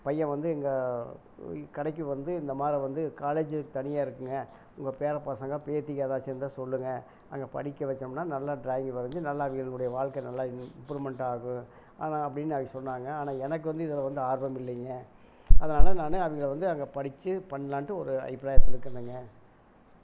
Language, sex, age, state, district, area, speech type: Tamil, male, 60+, Tamil Nadu, Erode, rural, spontaneous